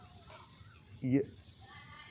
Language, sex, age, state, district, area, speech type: Santali, male, 18-30, Jharkhand, East Singhbhum, rural, spontaneous